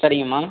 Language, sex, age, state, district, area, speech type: Tamil, male, 30-45, Tamil Nadu, Viluppuram, rural, conversation